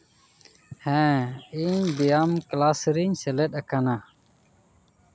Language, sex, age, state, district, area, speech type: Santali, male, 30-45, West Bengal, Paschim Bardhaman, rural, spontaneous